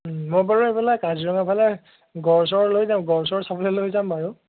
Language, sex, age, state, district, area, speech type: Assamese, male, 18-30, Assam, Biswanath, rural, conversation